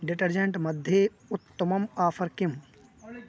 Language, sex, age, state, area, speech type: Sanskrit, male, 18-30, Uttar Pradesh, urban, read